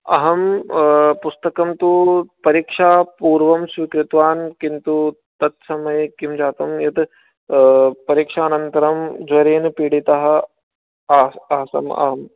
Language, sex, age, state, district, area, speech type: Sanskrit, male, 18-30, Rajasthan, Jaipur, urban, conversation